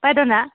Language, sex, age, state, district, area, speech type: Bodo, female, 18-30, Assam, Kokrajhar, rural, conversation